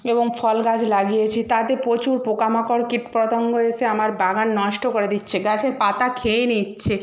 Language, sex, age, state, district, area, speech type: Bengali, female, 60+, West Bengal, Jhargram, rural, spontaneous